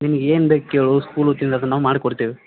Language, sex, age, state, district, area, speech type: Kannada, male, 45-60, Karnataka, Belgaum, rural, conversation